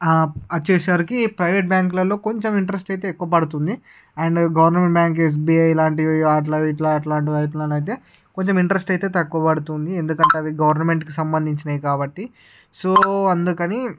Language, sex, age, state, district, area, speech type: Telugu, male, 18-30, Andhra Pradesh, Srikakulam, urban, spontaneous